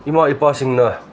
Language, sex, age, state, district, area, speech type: Manipuri, male, 30-45, Manipur, Senapati, rural, spontaneous